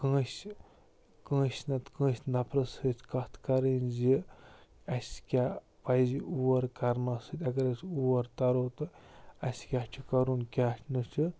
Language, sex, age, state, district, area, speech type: Kashmiri, male, 45-60, Jammu and Kashmir, Budgam, rural, spontaneous